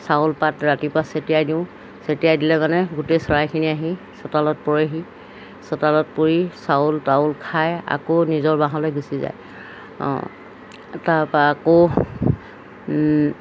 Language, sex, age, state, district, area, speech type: Assamese, female, 60+, Assam, Golaghat, urban, spontaneous